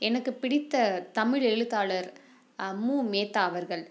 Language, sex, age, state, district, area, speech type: Tamil, female, 30-45, Tamil Nadu, Dharmapuri, rural, spontaneous